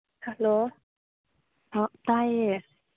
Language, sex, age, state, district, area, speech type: Manipuri, female, 18-30, Manipur, Churachandpur, rural, conversation